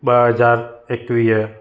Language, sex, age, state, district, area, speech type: Sindhi, male, 45-60, Gujarat, Surat, urban, spontaneous